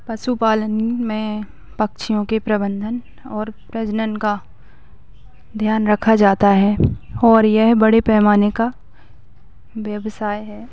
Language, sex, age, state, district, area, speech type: Hindi, female, 18-30, Madhya Pradesh, Narsinghpur, rural, spontaneous